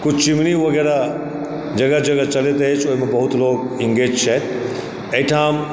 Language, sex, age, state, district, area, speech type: Maithili, male, 45-60, Bihar, Supaul, rural, spontaneous